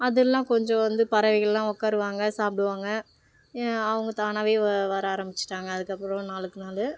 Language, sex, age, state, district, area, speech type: Tamil, female, 30-45, Tamil Nadu, Tiruvannamalai, rural, spontaneous